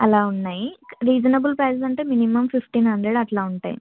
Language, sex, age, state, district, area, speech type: Telugu, female, 18-30, Telangana, Ranga Reddy, urban, conversation